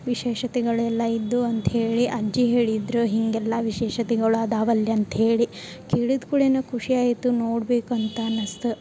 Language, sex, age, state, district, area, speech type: Kannada, female, 18-30, Karnataka, Gadag, urban, spontaneous